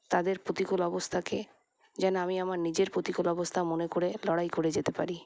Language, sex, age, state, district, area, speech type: Bengali, female, 30-45, West Bengal, Paschim Bardhaman, urban, spontaneous